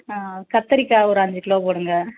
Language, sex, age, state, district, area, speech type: Tamil, female, 45-60, Tamil Nadu, Thanjavur, rural, conversation